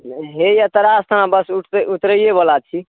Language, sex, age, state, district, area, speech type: Maithili, male, 18-30, Bihar, Saharsa, rural, conversation